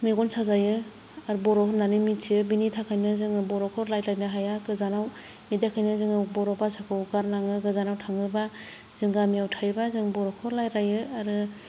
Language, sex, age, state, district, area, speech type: Bodo, female, 30-45, Assam, Kokrajhar, rural, spontaneous